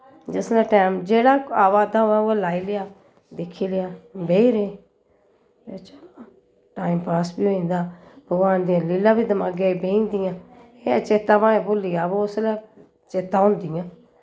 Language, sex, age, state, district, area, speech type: Dogri, female, 60+, Jammu and Kashmir, Jammu, urban, spontaneous